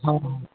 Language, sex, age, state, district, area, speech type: Hindi, male, 30-45, Bihar, Vaishali, urban, conversation